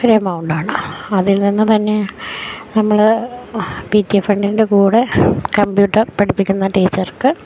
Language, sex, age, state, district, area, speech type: Malayalam, female, 30-45, Kerala, Idukki, rural, spontaneous